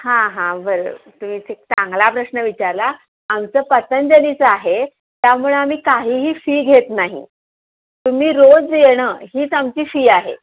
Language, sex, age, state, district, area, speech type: Marathi, female, 45-60, Maharashtra, Kolhapur, urban, conversation